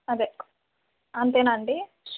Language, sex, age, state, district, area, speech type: Telugu, female, 45-60, Andhra Pradesh, East Godavari, rural, conversation